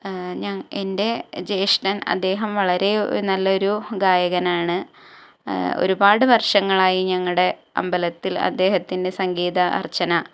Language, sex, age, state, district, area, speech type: Malayalam, female, 18-30, Kerala, Malappuram, rural, spontaneous